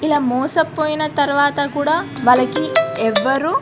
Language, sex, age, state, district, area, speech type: Telugu, female, 18-30, Telangana, Medak, rural, spontaneous